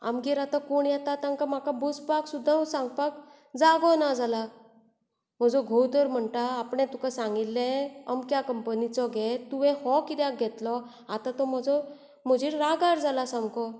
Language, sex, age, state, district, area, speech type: Goan Konkani, female, 45-60, Goa, Bardez, urban, spontaneous